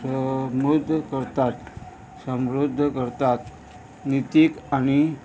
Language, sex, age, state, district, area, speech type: Goan Konkani, male, 45-60, Goa, Murmgao, rural, spontaneous